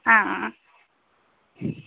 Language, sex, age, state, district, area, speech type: Malayalam, female, 18-30, Kerala, Wayanad, rural, conversation